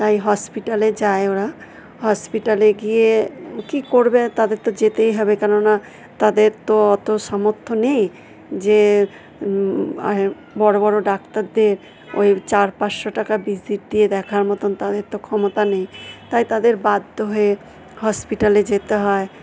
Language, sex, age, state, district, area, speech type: Bengali, female, 45-60, West Bengal, Purba Bardhaman, rural, spontaneous